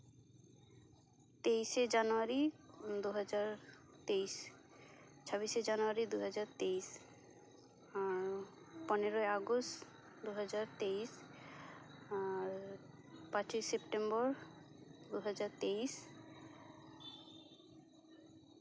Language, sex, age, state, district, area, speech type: Santali, female, 18-30, West Bengal, Purba Bardhaman, rural, spontaneous